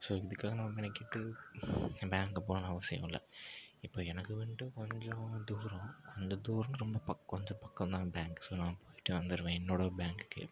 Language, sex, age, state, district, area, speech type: Tamil, male, 45-60, Tamil Nadu, Ariyalur, rural, spontaneous